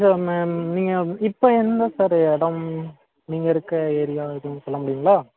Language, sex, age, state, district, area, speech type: Tamil, male, 18-30, Tamil Nadu, Madurai, rural, conversation